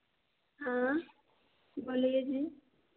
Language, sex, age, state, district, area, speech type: Hindi, female, 30-45, Bihar, Begusarai, urban, conversation